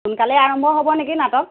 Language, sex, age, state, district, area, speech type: Assamese, female, 45-60, Assam, Lakhimpur, rural, conversation